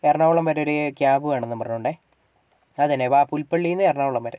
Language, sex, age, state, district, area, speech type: Malayalam, male, 30-45, Kerala, Wayanad, rural, spontaneous